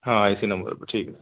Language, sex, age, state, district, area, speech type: Urdu, male, 30-45, Delhi, Central Delhi, urban, conversation